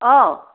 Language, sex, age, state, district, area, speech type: Bodo, female, 30-45, Assam, Kokrajhar, rural, conversation